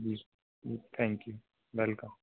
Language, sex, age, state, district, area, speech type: Hindi, male, 18-30, Madhya Pradesh, Gwalior, rural, conversation